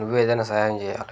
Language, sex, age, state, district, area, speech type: Telugu, male, 30-45, Telangana, Jangaon, rural, spontaneous